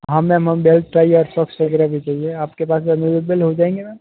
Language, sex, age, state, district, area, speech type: Hindi, male, 18-30, Rajasthan, Jodhpur, urban, conversation